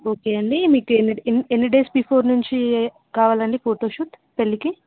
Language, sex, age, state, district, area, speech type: Telugu, female, 18-30, Telangana, Mancherial, rural, conversation